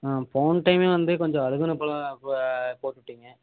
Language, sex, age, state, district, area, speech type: Tamil, male, 18-30, Tamil Nadu, Erode, rural, conversation